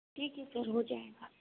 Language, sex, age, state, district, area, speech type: Hindi, female, 30-45, Rajasthan, Jodhpur, urban, conversation